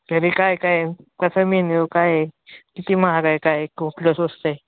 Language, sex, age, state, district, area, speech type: Marathi, male, 18-30, Maharashtra, Osmanabad, rural, conversation